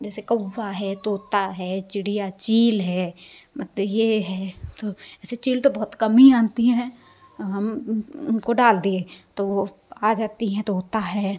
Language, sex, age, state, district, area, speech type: Hindi, female, 45-60, Uttar Pradesh, Hardoi, rural, spontaneous